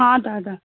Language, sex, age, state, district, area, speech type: Sindhi, female, 18-30, Rajasthan, Ajmer, urban, conversation